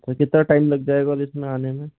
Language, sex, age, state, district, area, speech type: Hindi, male, 18-30, Madhya Pradesh, Balaghat, rural, conversation